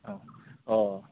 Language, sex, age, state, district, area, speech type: Bodo, male, 18-30, Assam, Kokrajhar, rural, conversation